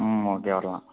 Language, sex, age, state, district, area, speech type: Tamil, male, 18-30, Tamil Nadu, Thanjavur, rural, conversation